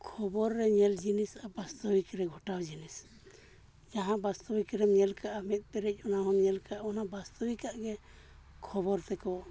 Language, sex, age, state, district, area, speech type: Santali, male, 45-60, Jharkhand, East Singhbhum, rural, spontaneous